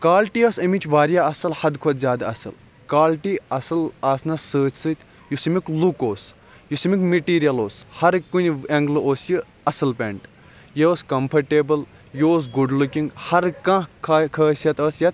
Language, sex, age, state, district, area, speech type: Kashmiri, male, 30-45, Jammu and Kashmir, Kulgam, rural, spontaneous